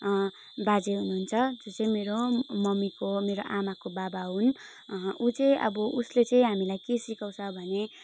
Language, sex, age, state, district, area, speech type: Nepali, female, 18-30, West Bengal, Darjeeling, rural, spontaneous